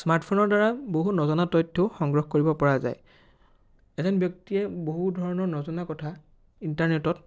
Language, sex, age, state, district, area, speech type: Assamese, male, 18-30, Assam, Biswanath, rural, spontaneous